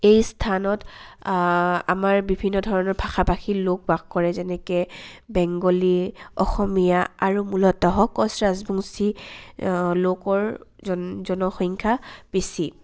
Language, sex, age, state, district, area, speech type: Assamese, female, 18-30, Assam, Kamrup Metropolitan, urban, spontaneous